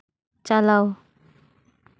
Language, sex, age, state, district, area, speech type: Santali, female, 30-45, West Bengal, Paschim Bardhaman, rural, read